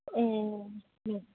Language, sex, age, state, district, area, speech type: Bodo, male, 18-30, Assam, Udalguri, rural, conversation